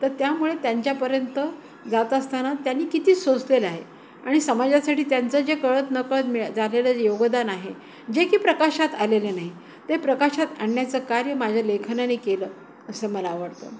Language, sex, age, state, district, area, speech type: Marathi, female, 60+, Maharashtra, Nanded, urban, spontaneous